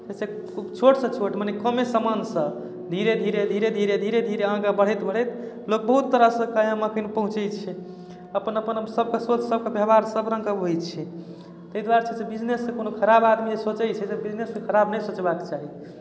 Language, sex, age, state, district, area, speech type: Maithili, male, 18-30, Bihar, Darbhanga, urban, spontaneous